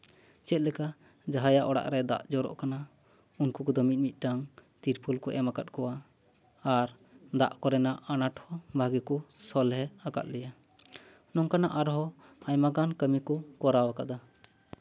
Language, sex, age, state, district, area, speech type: Santali, male, 30-45, West Bengal, Purba Bardhaman, rural, spontaneous